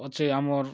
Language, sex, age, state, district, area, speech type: Odia, male, 45-60, Odisha, Kalahandi, rural, spontaneous